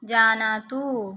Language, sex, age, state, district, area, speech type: Sanskrit, female, 18-30, Odisha, Nayagarh, rural, read